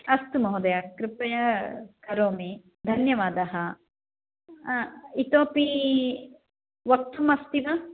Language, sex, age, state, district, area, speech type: Sanskrit, female, 45-60, Karnataka, Uttara Kannada, rural, conversation